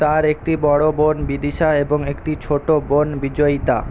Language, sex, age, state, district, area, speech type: Bengali, male, 18-30, West Bengal, Paschim Medinipur, rural, read